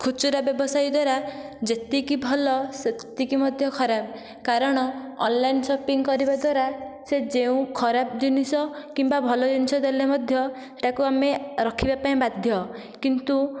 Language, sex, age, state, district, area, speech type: Odia, female, 18-30, Odisha, Nayagarh, rural, spontaneous